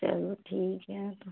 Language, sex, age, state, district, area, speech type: Hindi, female, 60+, Madhya Pradesh, Jabalpur, urban, conversation